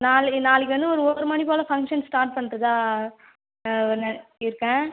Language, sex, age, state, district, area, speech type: Tamil, female, 18-30, Tamil Nadu, Cuddalore, rural, conversation